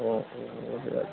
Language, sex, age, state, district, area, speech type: Assamese, male, 45-60, Assam, Darrang, rural, conversation